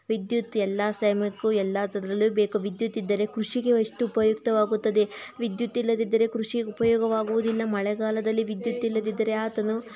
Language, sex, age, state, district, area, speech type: Kannada, female, 30-45, Karnataka, Tumkur, rural, spontaneous